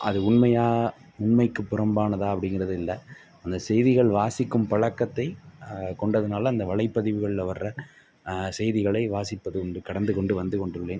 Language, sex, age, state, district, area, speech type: Tamil, male, 18-30, Tamil Nadu, Pudukkottai, rural, spontaneous